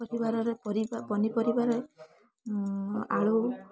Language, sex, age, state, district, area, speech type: Odia, female, 18-30, Odisha, Balasore, rural, spontaneous